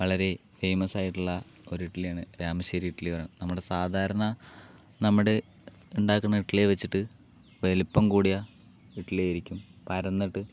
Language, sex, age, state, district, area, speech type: Malayalam, male, 18-30, Kerala, Palakkad, urban, spontaneous